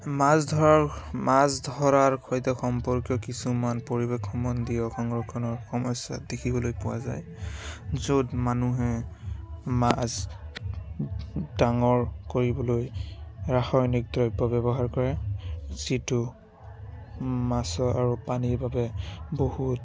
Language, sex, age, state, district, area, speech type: Assamese, male, 30-45, Assam, Biswanath, rural, spontaneous